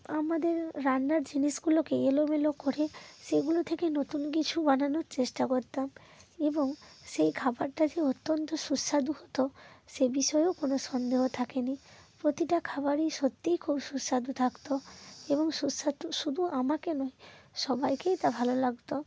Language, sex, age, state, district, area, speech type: Bengali, female, 30-45, West Bengal, North 24 Parganas, rural, spontaneous